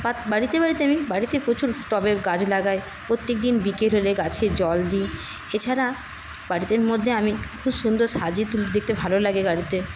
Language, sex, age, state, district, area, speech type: Bengali, female, 30-45, West Bengal, Paschim Medinipur, rural, spontaneous